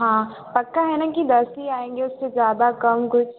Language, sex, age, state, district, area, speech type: Hindi, female, 18-30, Madhya Pradesh, Betul, urban, conversation